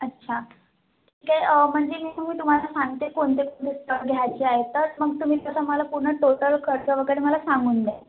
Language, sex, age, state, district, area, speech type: Marathi, female, 18-30, Maharashtra, Wardha, rural, conversation